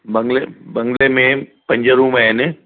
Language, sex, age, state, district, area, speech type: Sindhi, male, 60+, Maharashtra, Thane, urban, conversation